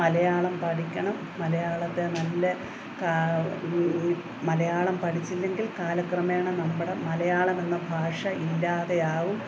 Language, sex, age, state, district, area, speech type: Malayalam, female, 45-60, Kerala, Kottayam, rural, spontaneous